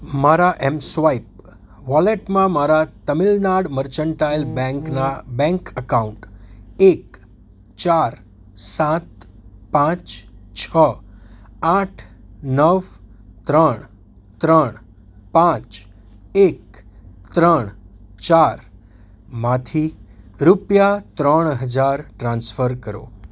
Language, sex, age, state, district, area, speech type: Gujarati, male, 30-45, Gujarat, Surat, urban, read